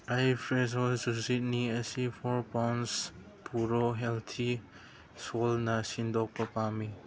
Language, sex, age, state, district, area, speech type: Manipuri, male, 30-45, Manipur, Chandel, rural, read